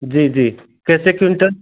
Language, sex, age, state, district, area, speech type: Hindi, male, 30-45, Uttar Pradesh, Ghazipur, rural, conversation